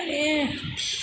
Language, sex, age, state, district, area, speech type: Bodo, female, 45-60, Assam, Chirang, rural, spontaneous